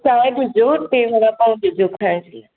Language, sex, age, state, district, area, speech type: Sindhi, female, 45-60, Maharashtra, Mumbai Suburban, urban, conversation